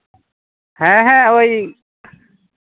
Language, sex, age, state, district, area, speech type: Santali, male, 18-30, West Bengal, Malda, rural, conversation